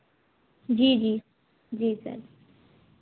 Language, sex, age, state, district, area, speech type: Hindi, female, 18-30, Madhya Pradesh, Ujjain, urban, conversation